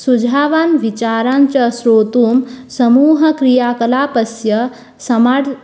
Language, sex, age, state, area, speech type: Sanskrit, female, 18-30, Tripura, rural, spontaneous